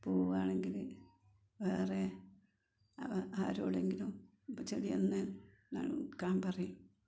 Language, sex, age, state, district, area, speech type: Malayalam, female, 60+, Kerala, Malappuram, rural, spontaneous